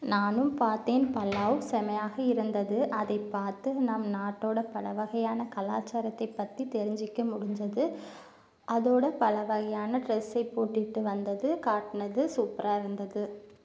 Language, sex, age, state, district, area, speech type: Tamil, female, 18-30, Tamil Nadu, Kanyakumari, rural, read